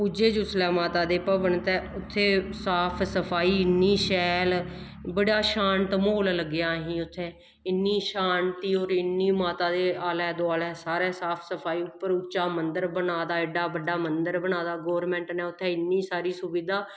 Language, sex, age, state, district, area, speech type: Dogri, female, 30-45, Jammu and Kashmir, Kathua, rural, spontaneous